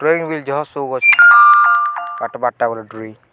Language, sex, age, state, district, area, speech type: Odia, male, 18-30, Odisha, Balangir, urban, spontaneous